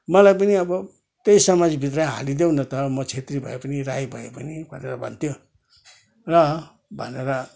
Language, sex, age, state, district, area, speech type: Nepali, male, 60+, West Bengal, Kalimpong, rural, spontaneous